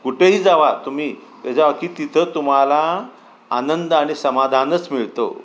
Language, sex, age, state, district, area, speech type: Marathi, male, 60+, Maharashtra, Sangli, rural, spontaneous